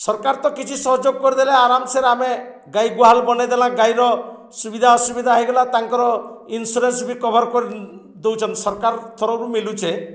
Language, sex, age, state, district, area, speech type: Odia, male, 60+, Odisha, Balangir, urban, spontaneous